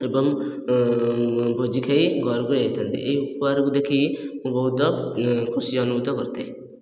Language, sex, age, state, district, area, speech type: Odia, male, 18-30, Odisha, Khordha, rural, spontaneous